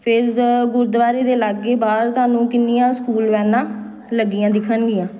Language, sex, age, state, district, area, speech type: Punjabi, female, 30-45, Punjab, Amritsar, urban, spontaneous